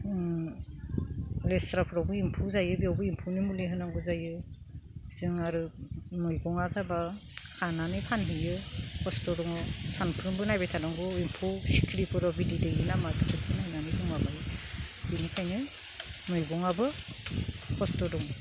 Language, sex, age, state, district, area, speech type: Bodo, female, 45-60, Assam, Udalguri, rural, spontaneous